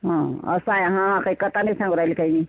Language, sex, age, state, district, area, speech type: Marathi, female, 30-45, Maharashtra, Washim, rural, conversation